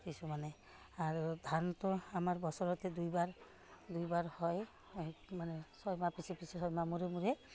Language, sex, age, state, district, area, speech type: Assamese, female, 45-60, Assam, Udalguri, rural, spontaneous